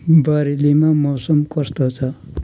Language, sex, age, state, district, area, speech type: Nepali, male, 60+, West Bengal, Kalimpong, rural, read